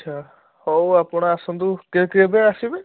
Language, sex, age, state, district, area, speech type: Odia, male, 18-30, Odisha, Cuttack, urban, conversation